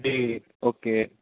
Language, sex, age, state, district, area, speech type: Urdu, male, 18-30, Uttar Pradesh, Rampur, urban, conversation